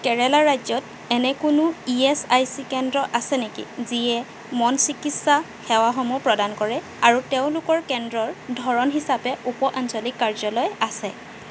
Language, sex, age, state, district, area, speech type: Assamese, female, 18-30, Assam, Golaghat, rural, read